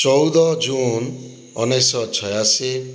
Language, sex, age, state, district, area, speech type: Odia, male, 60+, Odisha, Boudh, rural, spontaneous